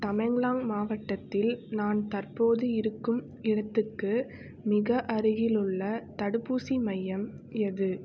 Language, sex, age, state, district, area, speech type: Tamil, female, 18-30, Tamil Nadu, Nagapattinam, rural, read